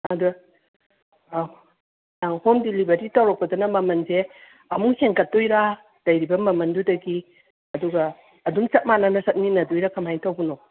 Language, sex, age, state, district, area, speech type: Manipuri, female, 60+, Manipur, Imphal East, rural, conversation